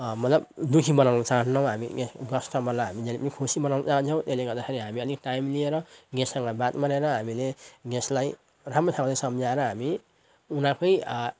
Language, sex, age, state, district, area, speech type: Nepali, male, 30-45, West Bengal, Jalpaiguri, urban, spontaneous